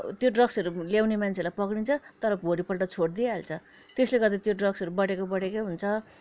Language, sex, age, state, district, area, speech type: Nepali, female, 60+, West Bengal, Kalimpong, rural, spontaneous